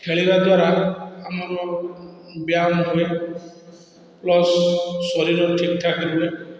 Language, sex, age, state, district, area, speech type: Odia, male, 45-60, Odisha, Balasore, rural, spontaneous